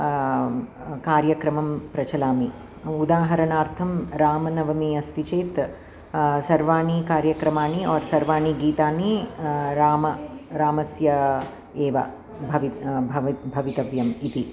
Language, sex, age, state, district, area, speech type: Sanskrit, female, 45-60, Andhra Pradesh, Krishna, urban, spontaneous